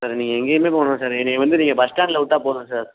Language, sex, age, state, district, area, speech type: Tamil, male, 18-30, Tamil Nadu, Ariyalur, rural, conversation